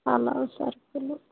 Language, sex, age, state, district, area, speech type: Telugu, female, 60+, Andhra Pradesh, East Godavari, rural, conversation